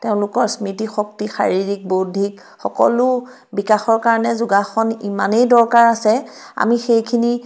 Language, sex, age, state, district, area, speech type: Assamese, female, 30-45, Assam, Biswanath, rural, spontaneous